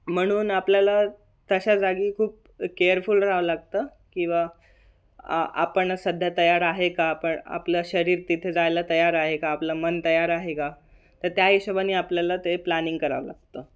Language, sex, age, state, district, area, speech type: Marathi, male, 18-30, Maharashtra, Wardha, urban, spontaneous